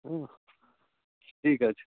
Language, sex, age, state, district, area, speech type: Bengali, male, 45-60, West Bengal, Howrah, urban, conversation